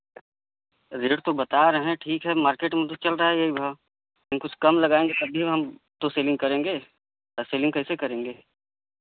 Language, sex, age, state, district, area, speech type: Hindi, male, 30-45, Uttar Pradesh, Varanasi, urban, conversation